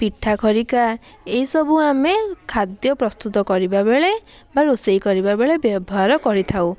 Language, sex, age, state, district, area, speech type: Odia, female, 18-30, Odisha, Puri, urban, spontaneous